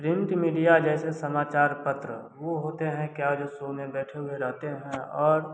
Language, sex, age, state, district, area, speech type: Hindi, male, 18-30, Bihar, Samastipur, rural, spontaneous